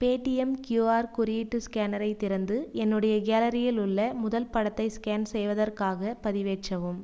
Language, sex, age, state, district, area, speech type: Tamil, female, 30-45, Tamil Nadu, Viluppuram, rural, read